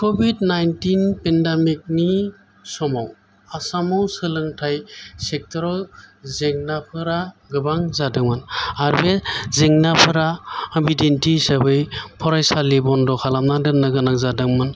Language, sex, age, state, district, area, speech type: Bodo, male, 45-60, Assam, Chirang, urban, spontaneous